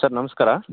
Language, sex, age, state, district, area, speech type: Kannada, male, 30-45, Karnataka, Kolar, rural, conversation